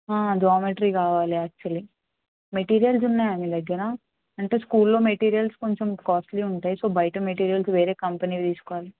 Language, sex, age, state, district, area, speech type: Telugu, female, 18-30, Telangana, Ranga Reddy, urban, conversation